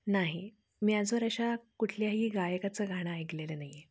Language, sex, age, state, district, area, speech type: Marathi, female, 30-45, Maharashtra, Satara, urban, spontaneous